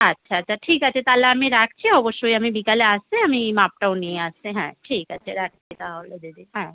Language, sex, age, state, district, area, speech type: Bengali, female, 30-45, West Bengal, Howrah, urban, conversation